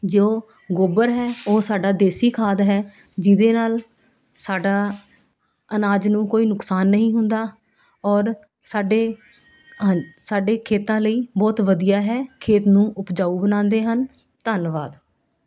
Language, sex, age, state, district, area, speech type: Punjabi, female, 30-45, Punjab, Ludhiana, urban, spontaneous